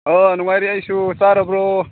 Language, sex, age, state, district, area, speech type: Manipuri, male, 45-60, Manipur, Ukhrul, rural, conversation